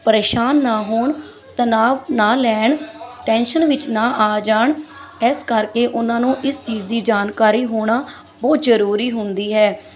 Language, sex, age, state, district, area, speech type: Punjabi, female, 30-45, Punjab, Mansa, urban, spontaneous